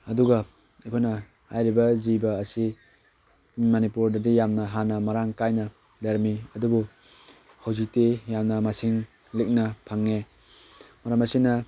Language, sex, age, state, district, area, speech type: Manipuri, male, 18-30, Manipur, Tengnoupal, rural, spontaneous